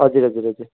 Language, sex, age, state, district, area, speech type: Nepali, male, 30-45, West Bengal, Kalimpong, rural, conversation